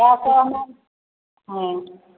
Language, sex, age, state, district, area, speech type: Maithili, female, 60+, Bihar, Supaul, rural, conversation